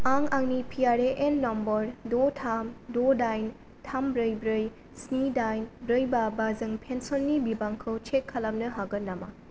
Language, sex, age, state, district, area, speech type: Bodo, female, 18-30, Assam, Kokrajhar, rural, read